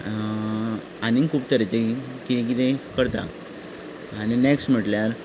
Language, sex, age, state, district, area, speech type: Goan Konkani, male, 18-30, Goa, Ponda, rural, spontaneous